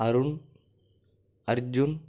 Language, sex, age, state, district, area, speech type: Tamil, male, 18-30, Tamil Nadu, Nagapattinam, rural, spontaneous